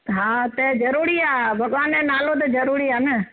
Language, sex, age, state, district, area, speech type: Sindhi, female, 60+, Gujarat, Surat, urban, conversation